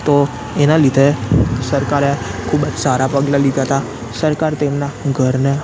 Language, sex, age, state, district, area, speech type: Gujarati, male, 18-30, Gujarat, Anand, rural, spontaneous